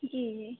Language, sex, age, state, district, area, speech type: Hindi, female, 18-30, Madhya Pradesh, Chhindwara, urban, conversation